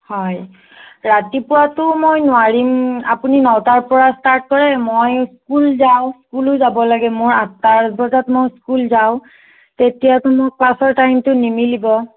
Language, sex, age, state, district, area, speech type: Assamese, female, 30-45, Assam, Nagaon, rural, conversation